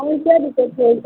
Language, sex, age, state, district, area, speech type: Maithili, female, 45-60, Bihar, Sitamarhi, urban, conversation